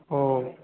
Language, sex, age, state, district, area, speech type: Bengali, male, 45-60, West Bengal, Paschim Bardhaman, rural, conversation